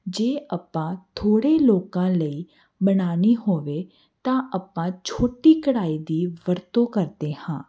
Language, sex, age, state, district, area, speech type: Punjabi, female, 18-30, Punjab, Hoshiarpur, urban, spontaneous